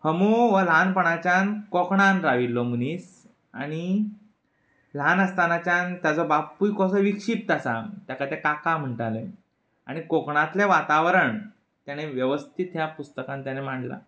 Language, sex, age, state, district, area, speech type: Goan Konkani, male, 30-45, Goa, Quepem, rural, spontaneous